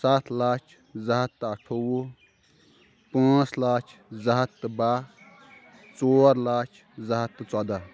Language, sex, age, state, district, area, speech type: Kashmiri, male, 18-30, Jammu and Kashmir, Kulgam, rural, spontaneous